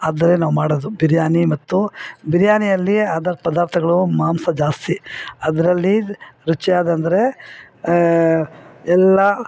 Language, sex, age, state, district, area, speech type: Kannada, female, 60+, Karnataka, Bangalore Urban, rural, spontaneous